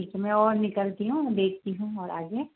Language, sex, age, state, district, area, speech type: Hindi, female, 30-45, Madhya Pradesh, Bhopal, urban, conversation